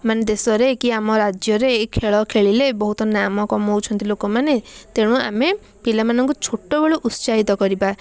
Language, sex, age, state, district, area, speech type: Odia, female, 18-30, Odisha, Puri, urban, spontaneous